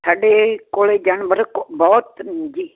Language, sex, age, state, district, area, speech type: Punjabi, female, 60+, Punjab, Barnala, rural, conversation